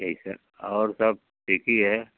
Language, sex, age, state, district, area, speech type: Hindi, male, 60+, Uttar Pradesh, Mau, rural, conversation